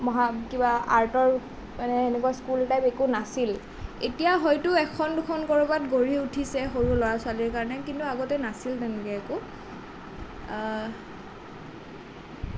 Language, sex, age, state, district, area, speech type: Assamese, female, 18-30, Assam, Nalbari, rural, spontaneous